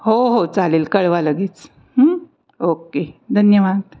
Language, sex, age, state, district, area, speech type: Marathi, female, 60+, Maharashtra, Pune, urban, spontaneous